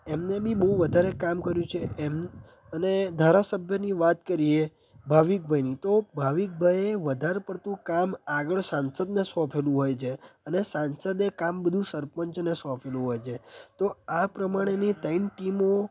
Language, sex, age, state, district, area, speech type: Gujarati, male, 18-30, Gujarat, Anand, rural, spontaneous